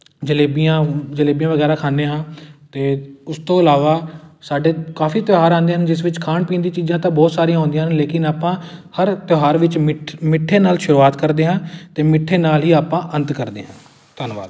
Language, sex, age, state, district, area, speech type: Punjabi, male, 18-30, Punjab, Amritsar, urban, spontaneous